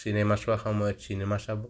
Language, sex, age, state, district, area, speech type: Assamese, male, 60+, Assam, Kamrup Metropolitan, urban, spontaneous